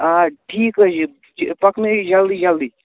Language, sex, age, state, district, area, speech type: Kashmiri, male, 18-30, Jammu and Kashmir, Kupwara, rural, conversation